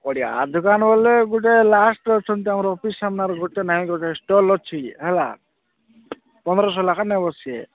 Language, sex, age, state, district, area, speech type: Odia, male, 18-30, Odisha, Nabarangpur, urban, conversation